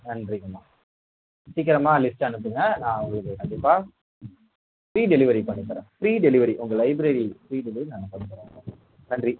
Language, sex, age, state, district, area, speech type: Tamil, male, 18-30, Tamil Nadu, Mayiladuthurai, urban, conversation